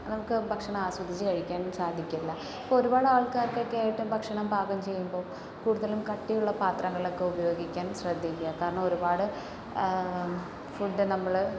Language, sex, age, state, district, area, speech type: Malayalam, female, 18-30, Kerala, Kottayam, rural, spontaneous